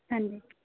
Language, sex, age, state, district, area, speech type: Punjabi, female, 18-30, Punjab, Amritsar, rural, conversation